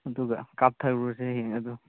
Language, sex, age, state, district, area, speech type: Manipuri, male, 30-45, Manipur, Chandel, rural, conversation